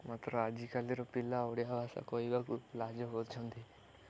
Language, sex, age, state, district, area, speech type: Odia, male, 18-30, Odisha, Koraput, urban, spontaneous